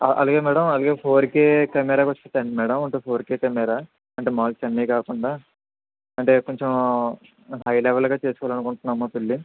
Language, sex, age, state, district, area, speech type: Telugu, male, 45-60, Andhra Pradesh, Kakinada, urban, conversation